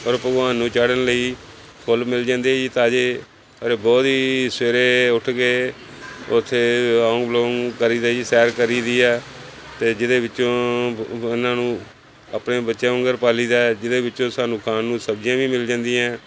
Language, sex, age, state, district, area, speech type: Punjabi, male, 60+, Punjab, Pathankot, urban, spontaneous